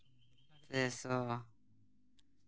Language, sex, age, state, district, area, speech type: Santali, male, 30-45, West Bengal, Purulia, rural, spontaneous